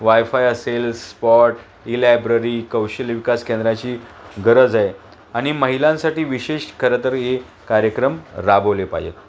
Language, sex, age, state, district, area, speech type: Marathi, male, 45-60, Maharashtra, Thane, rural, spontaneous